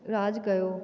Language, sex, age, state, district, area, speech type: Sindhi, female, 30-45, Rajasthan, Ajmer, urban, spontaneous